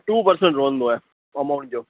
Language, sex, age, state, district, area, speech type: Sindhi, male, 30-45, Gujarat, Kutch, rural, conversation